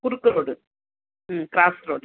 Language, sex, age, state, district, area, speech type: Tamil, female, 45-60, Tamil Nadu, Viluppuram, urban, conversation